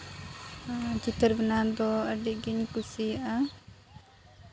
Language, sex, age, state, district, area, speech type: Santali, female, 30-45, Jharkhand, Seraikela Kharsawan, rural, spontaneous